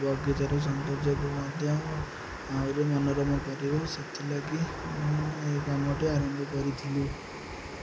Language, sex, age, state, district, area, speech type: Odia, male, 18-30, Odisha, Jagatsinghpur, rural, spontaneous